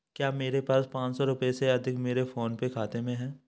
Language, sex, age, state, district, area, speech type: Hindi, male, 18-30, Madhya Pradesh, Gwalior, urban, read